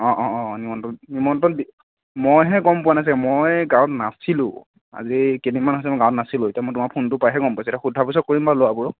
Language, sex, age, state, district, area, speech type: Assamese, male, 18-30, Assam, Nagaon, rural, conversation